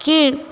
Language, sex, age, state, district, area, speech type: Tamil, female, 18-30, Tamil Nadu, Tiruvannamalai, urban, read